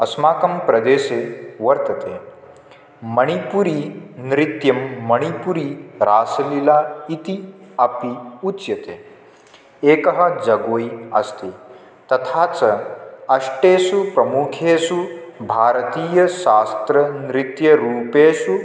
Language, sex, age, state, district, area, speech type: Sanskrit, male, 18-30, Manipur, Kangpokpi, rural, spontaneous